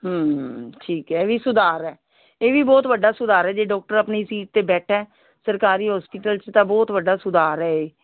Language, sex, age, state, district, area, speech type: Punjabi, female, 60+, Punjab, Fazilka, rural, conversation